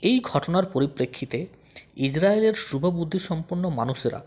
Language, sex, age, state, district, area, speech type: Bengali, male, 18-30, West Bengal, Purulia, rural, spontaneous